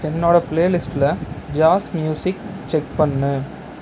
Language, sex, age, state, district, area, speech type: Tamil, male, 30-45, Tamil Nadu, Ariyalur, rural, read